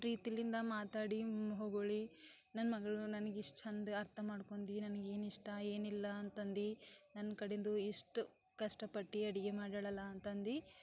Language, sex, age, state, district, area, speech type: Kannada, female, 18-30, Karnataka, Bidar, rural, spontaneous